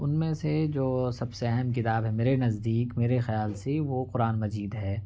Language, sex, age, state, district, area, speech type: Urdu, male, 18-30, Uttar Pradesh, Ghaziabad, urban, spontaneous